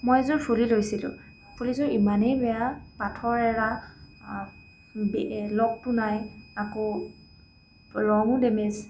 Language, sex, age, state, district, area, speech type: Assamese, female, 18-30, Assam, Jorhat, urban, spontaneous